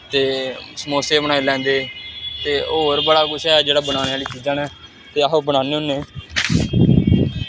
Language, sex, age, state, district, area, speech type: Dogri, male, 18-30, Jammu and Kashmir, Samba, rural, spontaneous